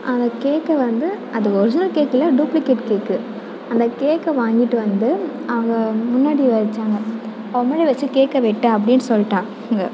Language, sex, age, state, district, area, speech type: Tamil, female, 18-30, Tamil Nadu, Mayiladuthurai, urban, spontaneous